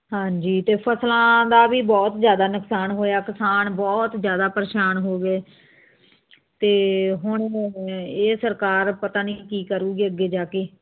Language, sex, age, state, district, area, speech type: Punjabi, female, 30-45, Punjab, Muktsar, urban, conversation